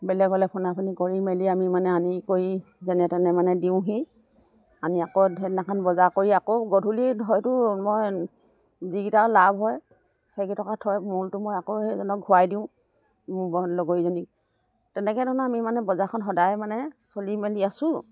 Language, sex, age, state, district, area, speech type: Assamese, female, 60+, Assam, Dibrugarh, rural, spontaneous